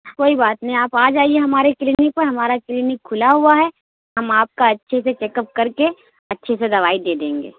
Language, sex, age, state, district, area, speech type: Urdu, female, 18-30, Uttar Pradesh, Lucknow, rural, conversation